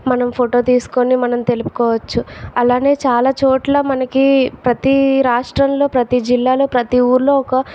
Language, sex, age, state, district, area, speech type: Telugu, female, 30-45, Andhra Pradesh, Vizianagaram, rural, spontaneous